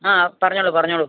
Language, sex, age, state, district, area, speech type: Malayalam, female, 60+, Kerala, Kottayam, rural, conversation